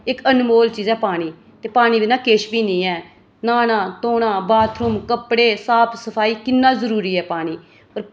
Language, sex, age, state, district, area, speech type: Dogri, female, 30-45, Jammu and Kashmir, Reasi, rural, spontaneous